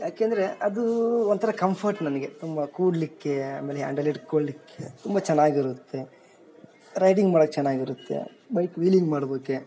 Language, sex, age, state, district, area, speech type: Kannada, male, 18-30, Karnataka, Bellary, rural, spontaneous